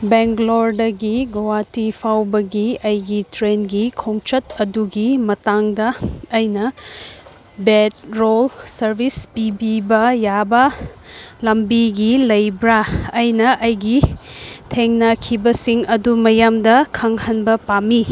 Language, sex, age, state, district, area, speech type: Manipuri, female, 18-30, Manipur, Kangpokpi, urban, read